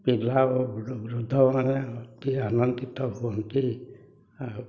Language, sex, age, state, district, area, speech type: Odia, male, 60+, Odisha, Dhenkanal, rural, spontaneous